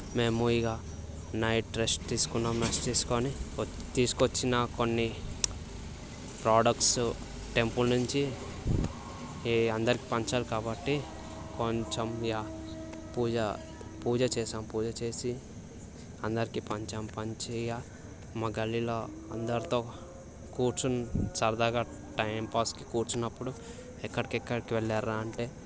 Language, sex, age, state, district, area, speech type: Telugu, male, 18-30, Telangana, Vikarabad, urban, spontaneous